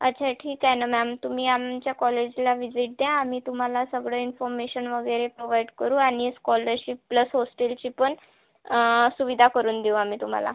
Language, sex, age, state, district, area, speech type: Marathi, female, 18-30, Maharashtra, Wardha, urban, conversation